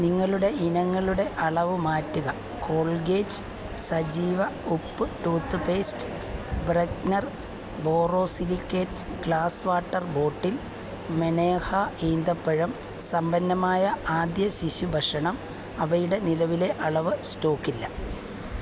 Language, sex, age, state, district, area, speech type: Malayalam, female, 45-60, Kerala, Alappuzha, rural, read